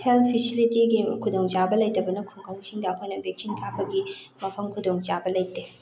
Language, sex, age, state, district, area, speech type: Manipuri, female, 30-45, Manipur, Thoubal, rural, spontaneous